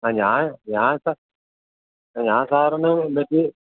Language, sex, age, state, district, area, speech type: Malayalam, male, 60+, Kerala, Alappuzha, rural, conversation